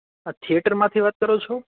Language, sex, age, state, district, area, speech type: Gujarati, male, 30-45, Gujarat, Rajkot, urban, conversation